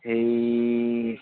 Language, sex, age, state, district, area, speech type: Assamese, male, 30-45, Assam, Goalpara, urban, conversation